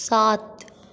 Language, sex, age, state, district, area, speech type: Hindi, female, 18-30, Madhya Pradesh, Hoshangabad, urban, read